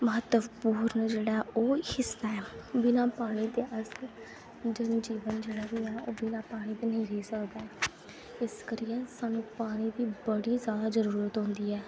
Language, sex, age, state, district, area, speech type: Dogri, female, 18-30, Jammu and Kashmir, Kathua, rural, spontaneous